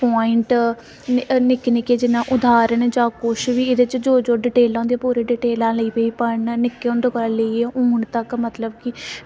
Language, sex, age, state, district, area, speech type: Dogri, female, 18-30, Jammu and Kashmir, Samba, rural, spontaneous